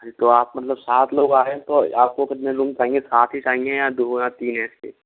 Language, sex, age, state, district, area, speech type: Hindi, male, 60+, Rajasthan, Karauli, rural, conversation